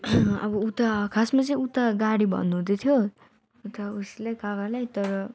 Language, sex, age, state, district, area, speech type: Nepali, female, 30-45, West Bengal, Darjeeling, rural, spontaneous